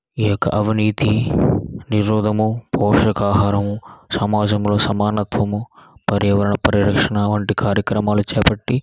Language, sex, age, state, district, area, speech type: Telugu, male, 45-60, Andhra Pradesh, East Godavari, rural, spontaneous